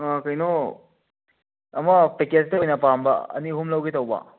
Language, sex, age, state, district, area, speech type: Manipuri, male, 18-30, Manipur, Churachandpur, rural, conversation